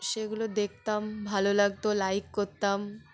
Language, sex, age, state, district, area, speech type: Bengali, female, 18-30, West Bengal, Birbhum, urban, spontaneous